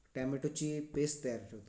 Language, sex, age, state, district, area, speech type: Marathi, male, 45-60, Maharashtra, Raigad, urban, spontaneous